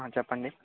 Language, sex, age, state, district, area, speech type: Telugu, male, 18-30, Andhra Pradesh, Annamaya, rural, conversation